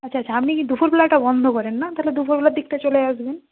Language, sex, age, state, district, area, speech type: Bengali, female, 60+, West Bengal, Nadia, rural, conversation